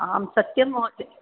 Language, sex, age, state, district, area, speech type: Sanskrit, female, 45-60, Maharashtra, Mumbai City, urban, conversation